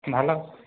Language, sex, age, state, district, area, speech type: Bengali, male, 18-30, West Bengal, Purulia, urban, conversation